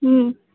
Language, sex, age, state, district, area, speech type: Marathi, female, 30-45, Maharashtra, Yavatmal, rural, conversation